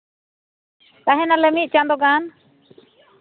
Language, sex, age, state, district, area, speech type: Santali, female, 30-45, Jharkhand, East Singhbhum, rural, conversation